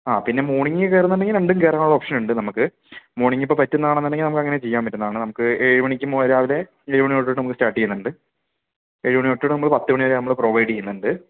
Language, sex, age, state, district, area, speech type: Malayalam, male, 18-30, Kerala, Kozhikode, rural, conversation